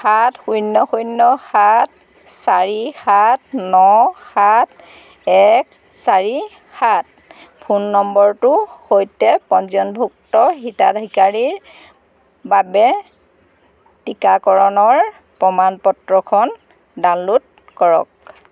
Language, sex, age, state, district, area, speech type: Assamese, female, 45-60, Assam, Golaghat, rural, read